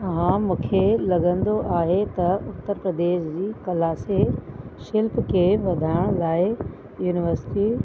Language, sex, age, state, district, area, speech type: Sindhi, female, 30-45, Uttar Pradesh, Lucknow, urban, spontaneous